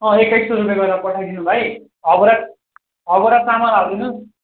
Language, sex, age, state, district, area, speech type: Nepali, male, 18-30, West Bengal, Darjeeling, rural, conversation